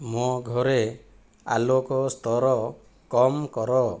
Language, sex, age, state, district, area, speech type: Odia, male, 30-45, Odisha, Kandhamal, rural, read